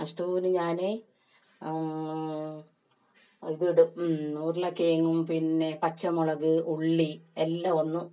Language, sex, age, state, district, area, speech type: Malayalam, female, 45-60, Kerala, Kasaragod, rural, spontaneous